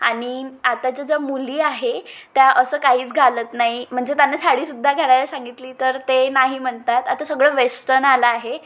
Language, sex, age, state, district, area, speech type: Marathi, female, 18-30, Maharashtra, Wardha, rural, spontaneous